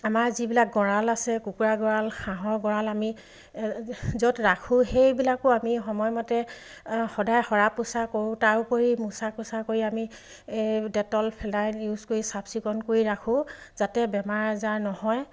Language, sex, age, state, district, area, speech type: Assamese, female, 45-60, Assam, Dibrugarh, rural, spontaneous